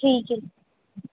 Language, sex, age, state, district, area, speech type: Punjabi, female, 18-30, Punjab, Muktsar, rural, conversation